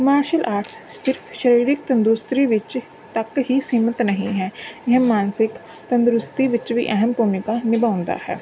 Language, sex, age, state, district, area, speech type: Punjabi, female, 30-45, Punjab, Mansa, urban, spontaneous